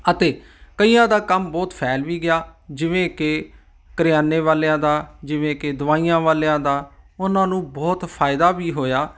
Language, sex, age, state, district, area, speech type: Punjabi, male, 45-60, Punjab, Ludhiana, urban, spontaneous